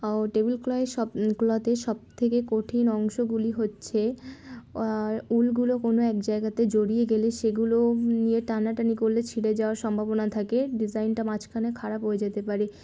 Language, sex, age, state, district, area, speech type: Bengali, female, 18-30, West Bengal, Darjeeling, urban, spontaneous